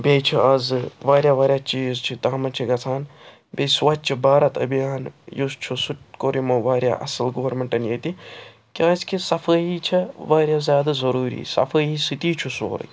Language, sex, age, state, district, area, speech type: Kashmiri, male, 45-60, Jammu and Kashmir, Srinagar, urban, spontaneous